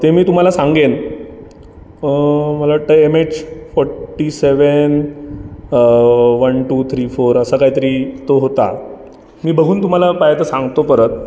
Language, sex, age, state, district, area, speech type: Marathi, male, 30-45, Maharashtra, Ratnagiri, urban, spontaneous